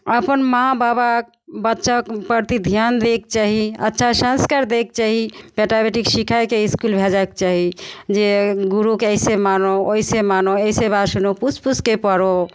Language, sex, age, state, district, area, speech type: Maithili, female, 45-60, Bihar, Begusarai, rural, spontaneous